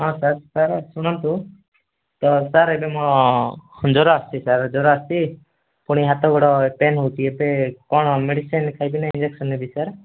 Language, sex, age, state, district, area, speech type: Odia, male, 18-30, Odisha, Rayagada, rural, conversation